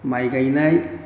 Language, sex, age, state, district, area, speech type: Bodo, male, 60+, Assam, Chirang, rural, spontaneous